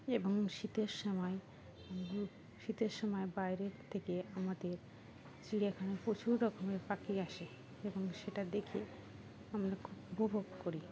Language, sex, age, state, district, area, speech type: Bengali, female, 18-30, West Bengal, Dakshin Dinajpur, urban, spontaneous